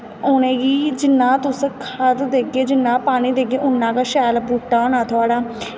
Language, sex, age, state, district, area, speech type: Dogri, female, 18-30, Jammu and Kashmir, Kathua, rural, spontaneous